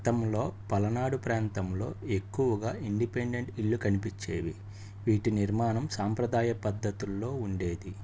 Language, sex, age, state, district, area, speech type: Telugu, male, 30-45, Andhra Pradesh, Palnadu, urban, spontaneous